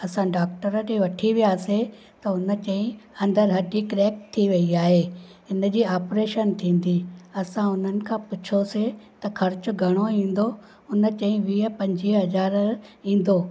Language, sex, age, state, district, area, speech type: Sindhi, female, 45-60, Maharashtra, Thane, rural, spontaneous